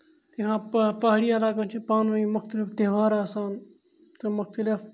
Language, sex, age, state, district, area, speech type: Kashmiri, male, 30-45, Jammu and Kashmir, Kupwara, urban, spontaneous